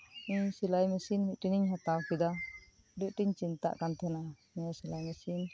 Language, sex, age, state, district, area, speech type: Santali, female, 30-45, West Bengal, Birbhum, rural, spontaneous